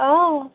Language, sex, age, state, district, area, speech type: Assamese, female, 18-30, Assam, Dhemaji, rural, conversation